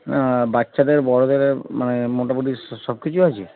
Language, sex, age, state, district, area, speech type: Bengali, male, 30-45, West Bengal, Darjeeling, rural, conversation